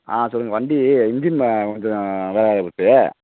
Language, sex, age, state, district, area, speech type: Tamil, male, 30-45, Tamil Nadu, Theni, rural, conversation